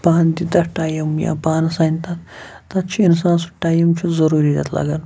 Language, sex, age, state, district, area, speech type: Kashmiri, male, 30-45, Jammu and Kashmir, Shopian, rural, spontaneous